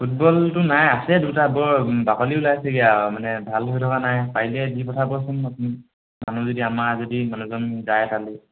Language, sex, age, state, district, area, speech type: Assamese, male, 18-30, Assam, Sivasagar, urban, conversation